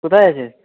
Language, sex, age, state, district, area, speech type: Bengali, male, 30-45, West Bengal, Jhargram, rural, conversation